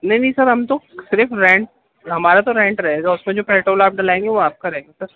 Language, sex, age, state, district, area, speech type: Urdu, male, 30-45, Uttar Pradesh, Gautam Buddha Nagar, urban, conversation